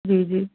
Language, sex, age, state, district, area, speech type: Sindhi, female, 30-45, Gujarat, Kutch, rural, conversation